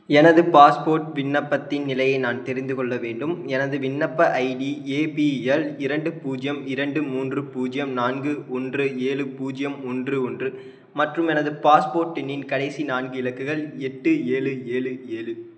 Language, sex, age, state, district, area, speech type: Tamil, male, 18-30, Tamil Nadu, Madurai, urban, read